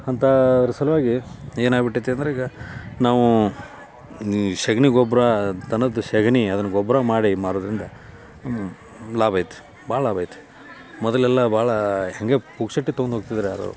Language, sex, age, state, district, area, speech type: Kannada, male, 45-60, Karnataka, Dharwad, rural, spontaneous